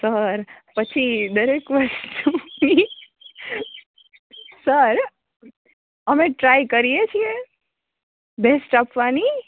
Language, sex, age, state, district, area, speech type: Gujarati, female, 18-30, Gujarat, Rajkot, urban, conversation